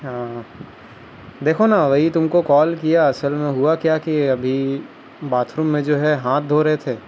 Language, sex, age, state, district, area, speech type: Urdu, male, 30-45, Bihar, Gaya, urban, spontaneous